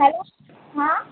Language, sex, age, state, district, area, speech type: Hindi, female, 18-30, Madhya Pradesh, Harda, urban, conversation